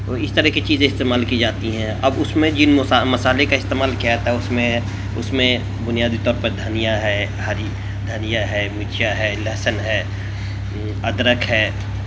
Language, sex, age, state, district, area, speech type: Urdu, male, 45-60, Delhi, South Delhi, urban, spontaneous